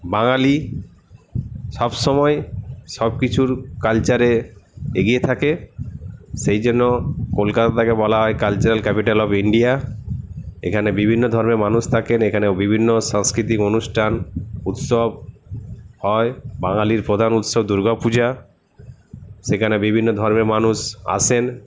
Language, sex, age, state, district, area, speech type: Bengali, male, 45-60, West Bengal, Paschim Bardhaman, urban, spontaneous